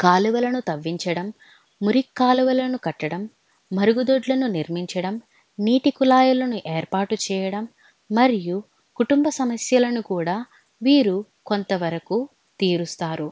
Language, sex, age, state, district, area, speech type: Telugu, female, 18-30, Andhra Pradesh, Alluri Sitarama Raju, urban, spontaneous